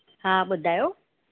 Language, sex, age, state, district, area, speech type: Sindhi, female, 30-45, Maharashtra, Thane, urban, conversation